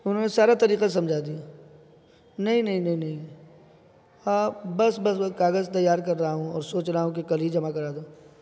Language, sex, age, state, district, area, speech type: Urdu, male, 30-45, Bihar, East Champaran, urban, spontaneous